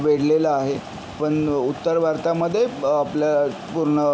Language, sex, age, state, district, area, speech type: Marathi, male, 45-60, Maharashtra, Yavatmal, urban, spontaneous